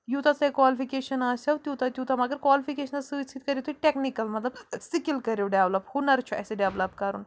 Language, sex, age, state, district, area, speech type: Kashmiri, female, 18-30, Jammu and Kashmir, Bandipora, rural, spontaneous